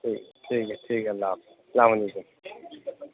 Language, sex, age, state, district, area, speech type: Urdu, male, 30-45, Uttar Pradesh, Rampur, urban, conversation